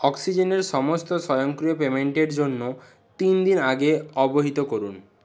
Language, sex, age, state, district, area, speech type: Bengali, male, 60+, West Bengal, Nadia, rural, read